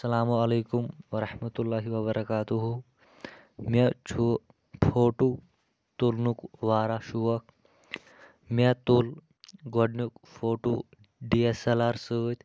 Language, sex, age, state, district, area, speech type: Kashmiri, male, 18-30, Jammu and Kashmir, Kulgam, rural, spontaneous